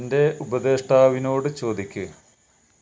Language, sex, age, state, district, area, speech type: Malayalam, male, 30-45, Kerala, Malappuram, rural, read